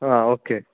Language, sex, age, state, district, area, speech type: Malayalam, male, 18-30, Kerala, Idukki, rural, conversation